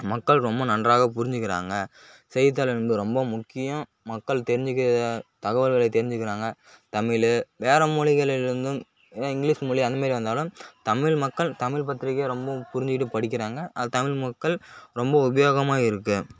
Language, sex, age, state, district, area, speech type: Tamil, male, 18-30, Tamil Nadu, Kallakurichi, urban, spontaneous